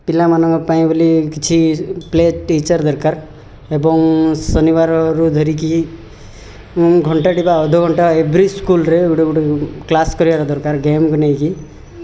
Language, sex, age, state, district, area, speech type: Odia, male, 30-45, Odisha, Rayagada, rural, spontaneous